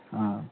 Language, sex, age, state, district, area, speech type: Urdu, male, 18-30, Bihar, Saharsa, rural, conversation